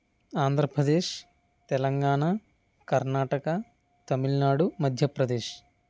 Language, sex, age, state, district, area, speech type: Telugu, male, 45-60, Andhra Pradesh, East Godavari, rural, spontaneous